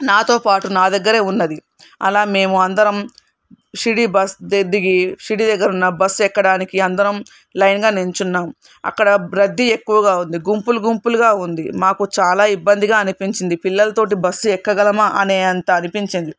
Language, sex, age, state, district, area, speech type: Telugu, female, 45-60, Telangana, Hyderabad, urban, spontaneous